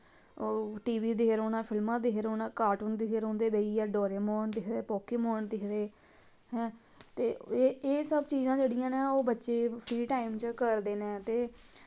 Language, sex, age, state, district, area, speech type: Dogri, female, 18-30, Jammu and Kashmir, Samba, rural, spontaneous